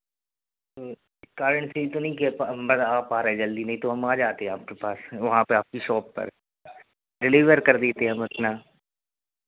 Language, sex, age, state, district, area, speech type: Hindi, male, 18-30, Madhya Pradesh, Narsinghpur, rural, conversation